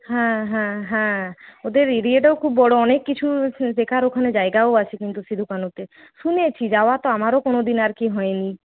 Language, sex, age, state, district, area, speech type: Bengali, female, 30-45, West Bengal, Purulia, urban, conversation